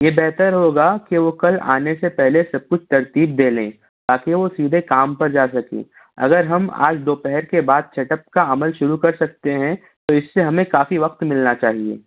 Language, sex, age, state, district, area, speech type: Urdu, male, 60+, Maharashtra, Nashik, urban, conversation